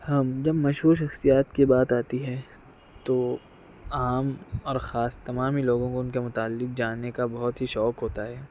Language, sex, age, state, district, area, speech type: Urdu, male, 60+, Maharashtra, Nashik, urban, spontaneous